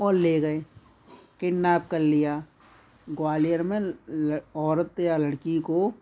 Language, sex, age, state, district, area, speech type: Hindi, male, 30-45, Madhya Pradesh, Gwalior, rural, spontaneous